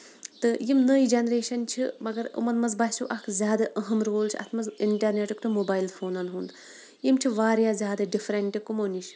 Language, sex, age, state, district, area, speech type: Kashmiri, female, 45-60, Jammu and Kashmir, Shopian, urban, spontaneous